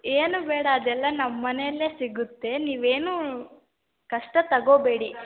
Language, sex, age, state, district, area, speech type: Kannada, female, 18-30, Karnataka, Chitradurga, rural, conversation